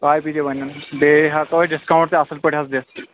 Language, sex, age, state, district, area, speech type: Kashmiri, male, 30-45, Jammu and Kashmir, Kulgam, rural, conversation